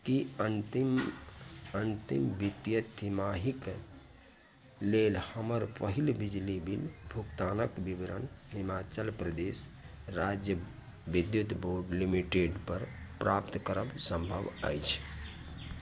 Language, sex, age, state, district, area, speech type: Maithili, male, 45-60, Bihar, Araria, rural, read